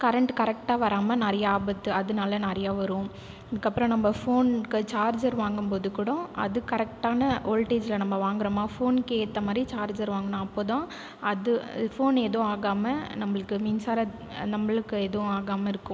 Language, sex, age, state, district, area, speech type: Tamil, female, 18-30, Tamil Nadu, Viluppuram, urban, spontaneous